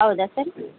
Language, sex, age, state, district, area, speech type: Kannada, female, 30-45, Karnataka, Vijayanagara, rural, conversation